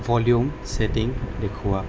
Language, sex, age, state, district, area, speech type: Assamese, male, 18-30, Assam, Darrang, rural, read